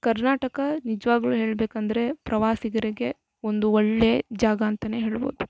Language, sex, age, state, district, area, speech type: Kannada, female, 18-30, Karnataka, Shimoga, rural, spontaneous